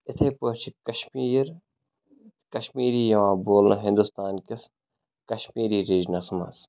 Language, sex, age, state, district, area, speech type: Kashmiri, male, 18-30, Jammu and Kashmir, Ganderbal, rural, spontaneous